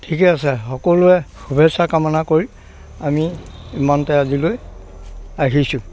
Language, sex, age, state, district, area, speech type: Assamese, male, 60+, Assam, Dhemaji, rural, spontaneous